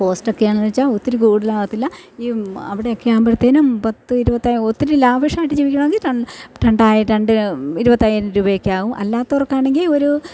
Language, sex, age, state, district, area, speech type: Malayalam, female, 45-60, Kerala, Thiruvananthapuram, rural, spontaneous